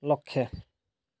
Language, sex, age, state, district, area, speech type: Odia, male, 30-45, Odisha, Mayurbhanj, rural, spontaneous